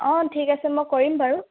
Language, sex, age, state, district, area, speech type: Assamese, female, 18-30, Assam, Sivasagar, rural, conversation